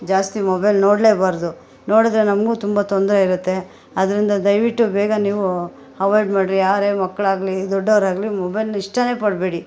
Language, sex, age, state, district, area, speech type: Kannada, female, 45-60, Karnataka, Bangalore Urban, urban, spontaneous